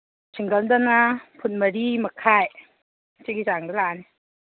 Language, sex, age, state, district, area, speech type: Manipuri, female, 30-45, Manipur, Kangpokpi, urban, conversation